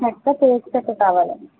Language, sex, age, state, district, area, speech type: Telugu, female, 45-60, Andhra Pradesh, East Godavari, rural, conversation